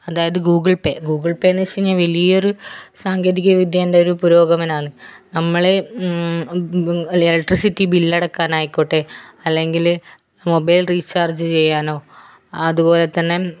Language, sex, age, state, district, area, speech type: Malayalam, female, 30-45, Kerala, Kannur, rural, spontaneous